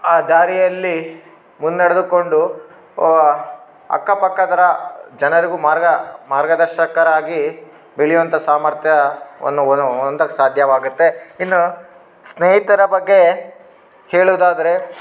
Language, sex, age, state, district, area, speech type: Kannada, male, 18-30, Karnataka, Bellary, rural, spontaneous